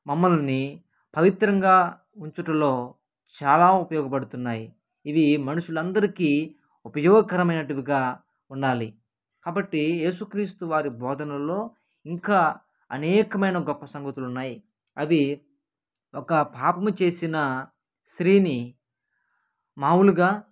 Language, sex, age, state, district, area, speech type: Telugu, male, 18-30, Andhra Pradesh, Kadapa, rural, spontaneous